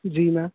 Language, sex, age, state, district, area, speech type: Punjabi, male, 30-45, Punjab, Hoshiarpur, urban, conversation